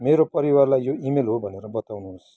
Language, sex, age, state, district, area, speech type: Nepali, male, 45-60, West Bengal, Kalimpong, rural, read